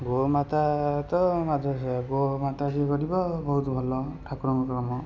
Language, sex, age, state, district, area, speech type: Odia, male, 18-30, Odisha, Puri, urban, spontaneous